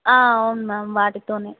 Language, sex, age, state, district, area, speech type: Telugu, female, 18-30, Telangana, Medchal, urban, conversation